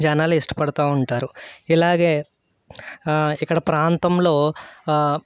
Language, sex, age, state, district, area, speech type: Telugu, male, 18-30, Andhra Pradesh, Eluru, rural, spontaneous